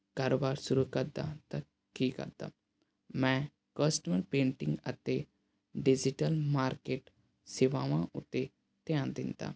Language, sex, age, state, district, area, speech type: Punjabi, male, 18-30, Punjab, Hoshiarpur, urban, spontaneous